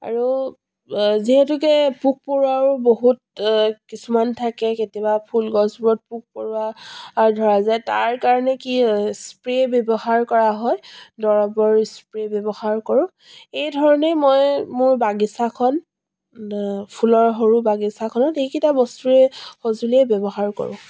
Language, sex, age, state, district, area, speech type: Assamese, female, 45-60, Assam, Dibrugarh, rural, spontaneous